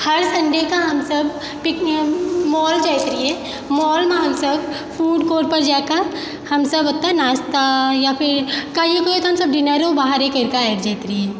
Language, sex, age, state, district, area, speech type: Maithili, female, 30-45, Bihar, Supaul, rural, spontaneous